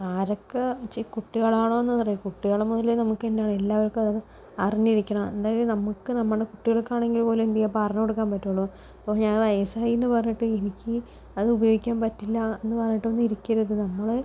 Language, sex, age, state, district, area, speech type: Malayalam, female, 60+, Kerala, Palakkad, rural, spontaneous